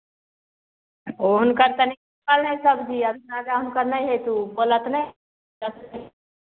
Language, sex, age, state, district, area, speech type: Maithili, female, 18-30, Bihar, Begusarai, rural, conversation